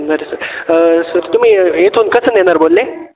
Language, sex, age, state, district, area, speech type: Marathi, male, 18-30, Maharashtra, Ahmednagar, rural, conversation